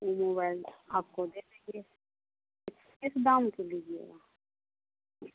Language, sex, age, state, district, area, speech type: Hindi, female, 45-60, Bihar, Begusarai, rural, conversation